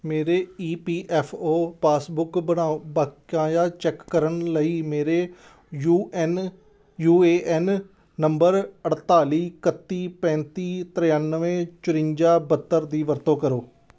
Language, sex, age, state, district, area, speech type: Punjabi, male, 30-45, Punjab, Amritsar, urban, read